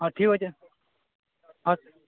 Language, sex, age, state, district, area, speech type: Odia, male, 18-30, Odisha, Balangir, urban, conversation